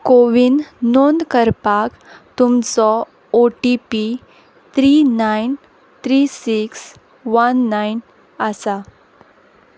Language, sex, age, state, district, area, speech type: Goan Konkani, female, 18-30, Goa, Quepem, rural, read